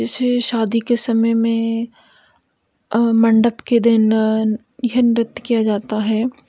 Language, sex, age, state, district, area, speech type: Hindi, female, 18-30, Madhya Pradesh, Hoshangabad, rural, spontaneous